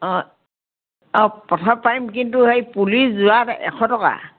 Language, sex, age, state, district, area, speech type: Assamese, female, 60+, Assam, Dhemaji, rural, conversation